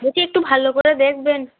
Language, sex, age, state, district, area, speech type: Bengali, female, 18-30, West Bengal, Cooch Behar, urban, conversation